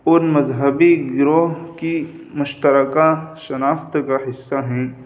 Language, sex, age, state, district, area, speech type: Urdu, male, 30-45, Uttar Pradesh, Muzaffarnagar, urban, spontaneous